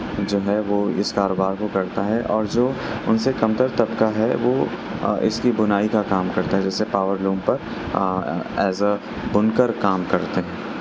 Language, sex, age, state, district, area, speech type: Urdu, male, 18-30, Uttar Pradesh, Mau, urban, spontaneous